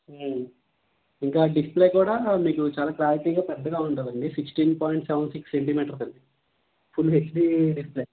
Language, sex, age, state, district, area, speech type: Telugu, male, 18-30, Andhra Pradesh, Konaseema, rural, conversation